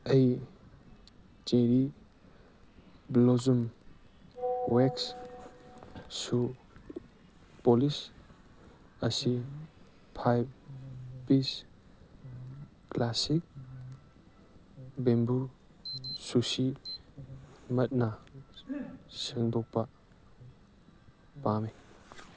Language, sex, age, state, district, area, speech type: Manipuri, male, 18-30, Manipur, Kangpokpi, urban, read